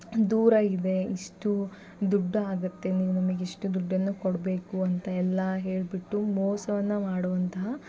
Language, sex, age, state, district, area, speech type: Kannada, female, 30-45, Karnataka, Davanagere, rural, spontaneous